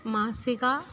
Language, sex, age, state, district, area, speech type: Malayalam, female, 30-45, Kerala, Pathanamthitta, rural, spontaneous